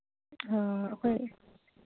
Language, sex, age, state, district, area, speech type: Manipuri, female, 45-60, Manipur, Ukhrul, rural, conversation